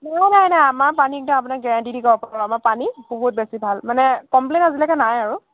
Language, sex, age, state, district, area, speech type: Assamese, female, 18-30, Assam, Golaghat, urban, conversation